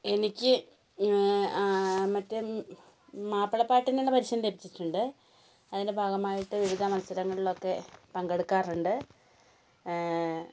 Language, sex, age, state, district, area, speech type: Malayalam, female, 45-60, Kerala, Wayanad, rural, spontaneous